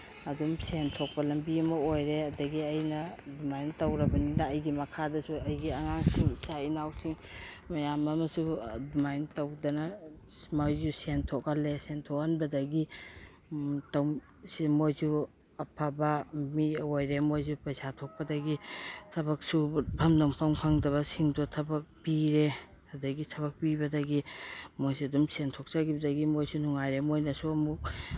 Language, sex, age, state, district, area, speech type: Manipuri, female, 45-60, Manipur, Imphal East, rural, spontaneous